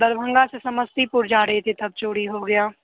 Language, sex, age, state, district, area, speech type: Hindi, male, 18-30, Bihar, Darbhanga, rural, conversation